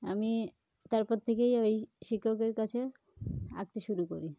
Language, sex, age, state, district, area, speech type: Bengali, female, 30-45, West Bengal, Cooch Behar, urban, spontaneous